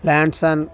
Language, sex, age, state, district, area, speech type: Telugu, male, 30-45, Andhra Pradesh, Bapatla, urban, spontaneous